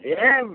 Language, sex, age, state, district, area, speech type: Odia, female, 60+, Odisha, Cuttack, urban, conversation